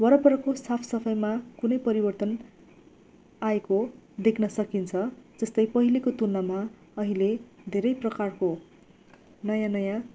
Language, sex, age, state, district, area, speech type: Nepali, female, 30-45, West Bengal, Darjeeling, rural, spontaneous